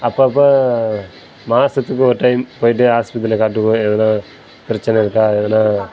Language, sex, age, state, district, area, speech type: Tamil, male, 18-30, Tamil Nadu, Kallakurichi, rural, spontaneous